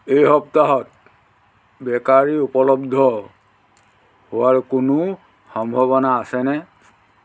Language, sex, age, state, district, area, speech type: Assamese, male, 45-60, Assam, Dhemaji, rural, read